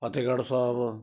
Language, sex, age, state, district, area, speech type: Punjabi, male, 60+, Punjab, Ludhiana, rural, spontaneous